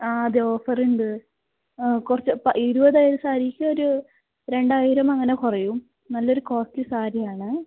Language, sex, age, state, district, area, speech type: Malayalam, female, 18-30, Kerala, Kasaragod, rural, conversation